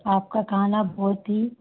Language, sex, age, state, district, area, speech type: Hindi, female, 30-45, Madhya Pradesh, Bhopal, urban, conversation